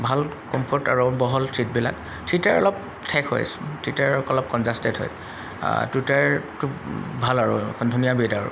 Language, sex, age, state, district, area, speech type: Assamese, male, 45-60, Assam, Golaghat, urban, spontaneous